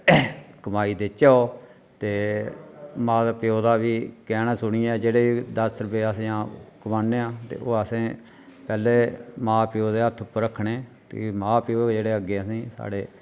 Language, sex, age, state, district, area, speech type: Dogri, male, 45-60, Jammu and Kashmir, Reasi, rural, spontaneous